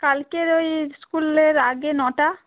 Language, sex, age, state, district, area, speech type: Bengali, female, 30-45, West Bengal, Darjeeling, rural, conversation